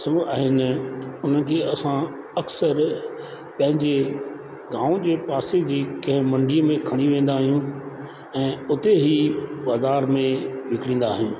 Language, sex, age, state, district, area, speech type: Sindhi, male, 60+, Rajasthan, Ajmer, rural, spontaneous